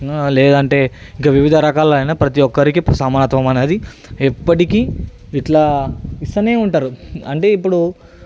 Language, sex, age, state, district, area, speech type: Telugu, male, 18-30, Telangana, Hyderabad, urban, spontaneous